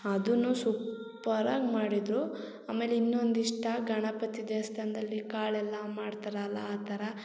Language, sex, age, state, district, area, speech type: Kannada, female, 30-45, Karnataka, Hassan, urban, spontaneous